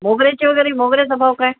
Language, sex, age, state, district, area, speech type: Marathi, female, 45-60, Maharashtra, Nanded, rural, conversation